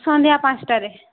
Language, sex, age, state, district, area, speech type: Odia, female, 18-30, Odisha, Subarnapur, urban, conversation